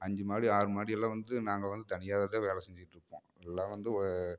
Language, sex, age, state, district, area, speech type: Tamil, male, 30-45, Tamil Nadu, Namakkal, rural, spontaneous